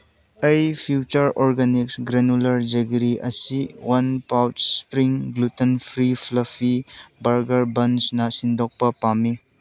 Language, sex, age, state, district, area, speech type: Manipuri, male, 18-30, Manipur, Churachandpur, rural, read